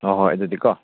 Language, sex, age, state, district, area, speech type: Manipuri, male, 18-30, Manipur, Churachandpur, rural, conversation